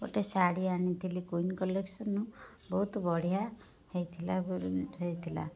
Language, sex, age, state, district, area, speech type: Odia, female, 30-45, Odisha, Cuttack, urban, spontaneous